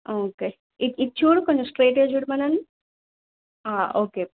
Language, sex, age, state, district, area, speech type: Telugu, female, 18-30, Telangana, Siddipet, urban, conversation